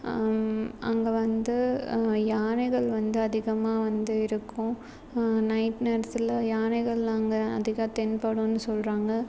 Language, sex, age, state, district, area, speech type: Tamil, female, 18-30, Tamil Nadu, Salem, urban, spontaneous